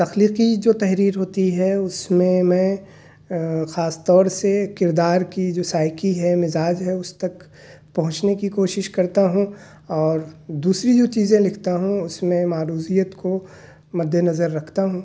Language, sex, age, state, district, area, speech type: Urdu, male, 30-45, Delhi, South Delhi, urban, spontaneous